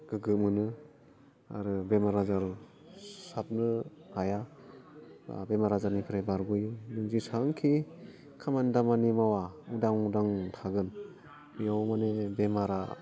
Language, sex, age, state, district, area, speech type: Bodo, male, 45-60, Assam, Udalguri, rural, spontaneous